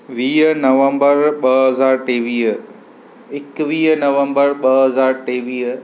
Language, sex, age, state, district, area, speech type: Sindhi, male, 45-60, Maharashtra, Mumbai Suburban, urban, spontaneous